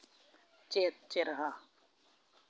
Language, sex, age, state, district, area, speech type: Santali, male, 18-30, West Bengal, Malda, rural, read